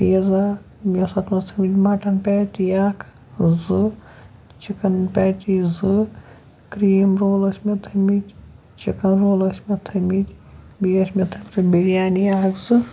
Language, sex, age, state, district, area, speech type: Kashmiri, male, 18-30, Jammu and Kashmir, Shopian, rural, spontaneous